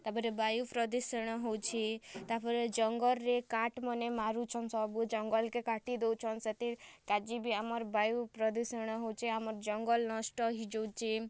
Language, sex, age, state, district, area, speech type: Odia, female, 18-30, Odisha, Kalahandi, rural, spontaneous